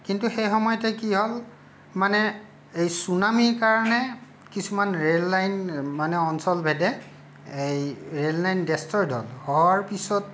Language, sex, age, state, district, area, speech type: Assamese, male, 45-60, Assam, Kamrup Metropolitan, urban, spontaneous